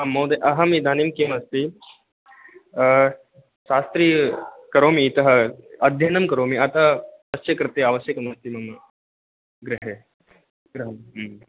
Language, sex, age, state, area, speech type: Sanskrit, male, 18-30, Rajasthan, rural, conversation